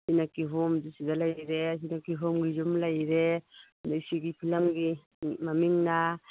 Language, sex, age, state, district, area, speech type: Manipuri, female, 45-60, Manipur, Churachandpur, urban, conversation